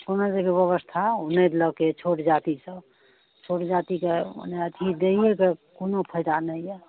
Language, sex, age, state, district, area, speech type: Maithili, female, 30-45, Bihar, Araria, rural, conversation